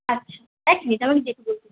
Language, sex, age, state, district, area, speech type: Bengali, female, 30-45, West Bengal, Purulia, rural, conversation